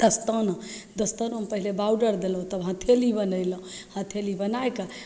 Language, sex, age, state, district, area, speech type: Maithili, female, 30-45, Bihar, Begusarai, urban, spontaneous